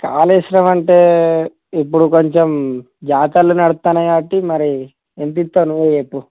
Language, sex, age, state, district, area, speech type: Telugu, male, 18-30, Telangana, Mancherial, rural, conversation